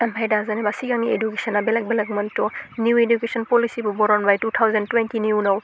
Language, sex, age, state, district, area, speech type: Bodo, female, 18-30, Assam, Udalguri, urban, spontaneous